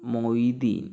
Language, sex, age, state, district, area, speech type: Malayalam, male, 60+, Kerala, Palakkad, rural, spontaneous